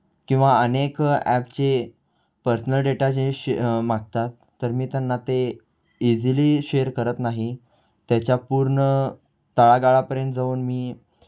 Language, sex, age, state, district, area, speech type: Marathi, male, 18-30, Maharashtra, Kolhapur, urban, spontaneous